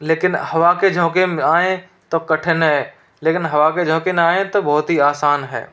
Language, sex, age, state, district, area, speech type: Hindi, male, 30-45, Rajasthan, Jodhpur, rural, spontaneous